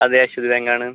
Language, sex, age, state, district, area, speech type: Malayalam, male, 18-30, Kerala, Thrissur, urban, conversation